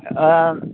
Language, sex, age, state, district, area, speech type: Manipuri, male, 45-60, Manipur, Kangpokpi, urban, conversation